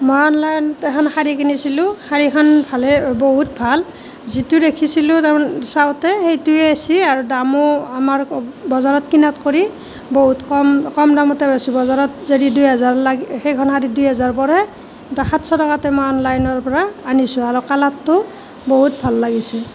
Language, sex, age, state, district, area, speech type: Assamese, female, 30-45, Assam, Nalbari, rural, spontaneous